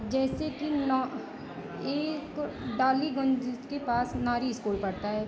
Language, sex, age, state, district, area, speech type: Hindi, female, 30-45, Uttar Pradesh, Lucknow, rural, spontaneous